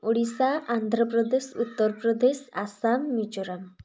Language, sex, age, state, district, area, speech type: Odia, female, 18-30, Odisha, Kalahandi, rural, spontaneous